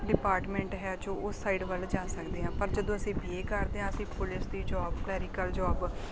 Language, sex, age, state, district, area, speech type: Punjabi, female, 18-30, Punjab, Bathinda, rural, spontaneous